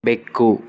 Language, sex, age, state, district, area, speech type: Kannada, male, 18-30, Karnataka, Davanagere, rural, read